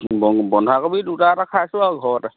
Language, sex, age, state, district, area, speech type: Assamese, male, 60+, Assam, Lakhimpur, urban, conversation